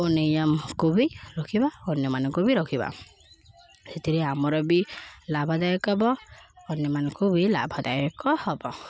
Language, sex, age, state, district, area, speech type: Odia, female, 18-30, Odisha, Balangir, urban, spontaneous